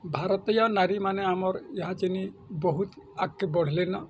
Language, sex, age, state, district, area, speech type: Odia, male, 45-60, Odisha, Bargarh, urban, spontaneous